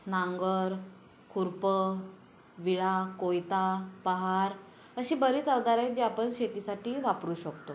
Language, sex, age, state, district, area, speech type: Marathi, female, 18-30, Maharashtra, Ratnagiri, rural, spontaneous